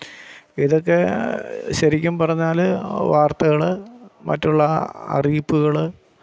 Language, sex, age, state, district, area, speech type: Malayalam, male, 45-60, Kerala, Alappuzha, rural, spontaneous